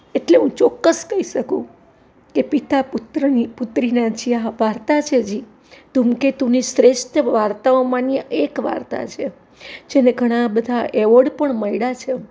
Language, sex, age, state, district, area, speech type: Gujarati, female, 60+, Gujarat, Rajkot, urban, spontaneous